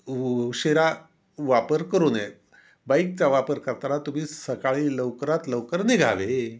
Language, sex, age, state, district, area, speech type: Marathi, male, 60+, Maharashtra, Osmanabad, rural, spontaneous